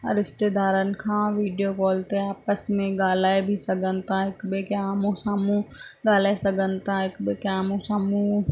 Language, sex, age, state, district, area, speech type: Sindhi, female, 18-30, Rajasthan, Ajmer, urban, spontaneous